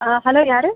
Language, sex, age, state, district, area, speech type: Tamil, male, 18-30, Tamil Nadu, Sivaganga, rural, conversation